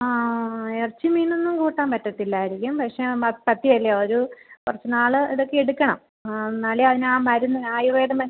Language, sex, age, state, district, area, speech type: Malayalam, female, 30-45, Kerala, Thiruvananthapuram, rural, conversation